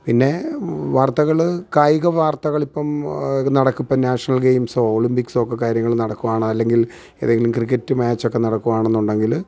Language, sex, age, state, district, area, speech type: Malayalam, male, 45-60, Kerala, Alappuzha, rural, spontaneous